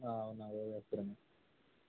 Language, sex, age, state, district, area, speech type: Telugu, male, 18-30, Telangana, Jangaon, urban, conversation